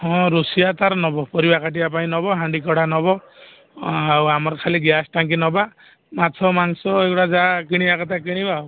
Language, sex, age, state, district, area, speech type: Odia, male, 45-60, Odisha, Balasore, rural, conversation